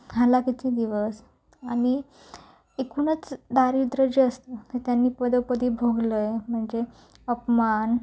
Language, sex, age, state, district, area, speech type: Marathi, female, 18-30, Maharashtra, Sindhudurg, rural, spontaneous